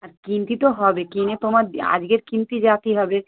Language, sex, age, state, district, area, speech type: Bengali, female, 30-45, West Bengal, Dakshin Dinajpur, urban, conversation